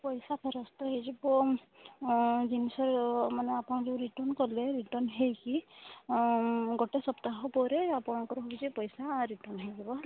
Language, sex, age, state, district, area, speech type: Odia, female, 30-45, Odisha, Mayurbhanj, rural, conversation